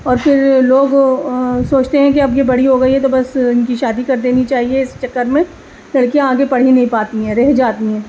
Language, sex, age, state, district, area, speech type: Urdu, female, 30-45, Delhi, East Delhi, rural, spontaneous